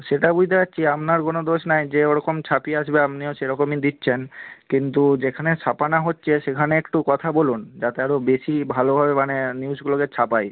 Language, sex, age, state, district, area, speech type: Bengali, male, 18-30, West Bengal, North 24 Parganas, rural, conversation